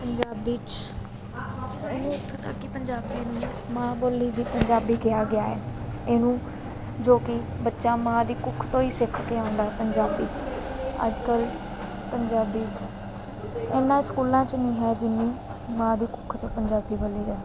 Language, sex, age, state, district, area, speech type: Punjabi, female, 30-45, Punjab, Mansa, urban, spontaneous